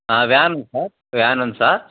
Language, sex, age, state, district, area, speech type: Telugu, male, 45-60, Andhra Pradesh, Sri Balaji, rural, conversation